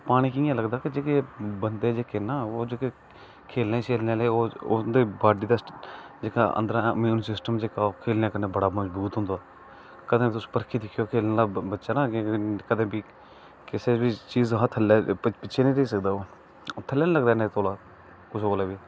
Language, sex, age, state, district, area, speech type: Dogri, male, 30-45, Jammu and Kashmir, Udhampur, rural, spontaneous